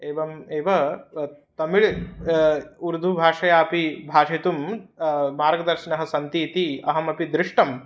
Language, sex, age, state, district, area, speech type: Sanskrit, male, 18-30, Odisha, Puri, rural, spontaneous